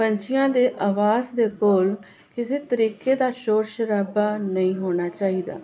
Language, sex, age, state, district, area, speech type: Punjabi, female, 45-60, Punjab, Jalandhar, urban, spontaneous